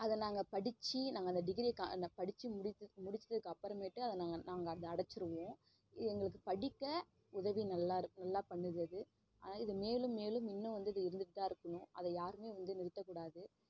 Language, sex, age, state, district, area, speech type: Tamil, female, 18-30, Tamil Nadu, Kallakurichi, rural, spontaneous